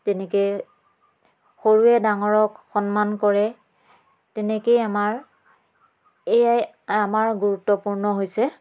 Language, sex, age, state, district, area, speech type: Assamese, female, 30-45, Assam, Biswanath, rural, spontaneous